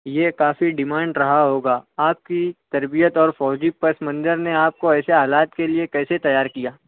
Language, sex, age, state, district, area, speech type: Urdu, male, 60+, Maharashtra, Nashik, urban, conversation